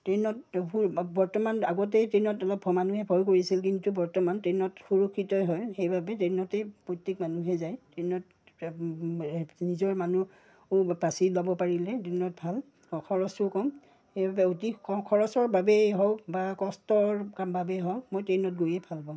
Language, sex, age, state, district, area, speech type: Assamese, female, 45-60, Assam, Udalguri, rural, spontaneous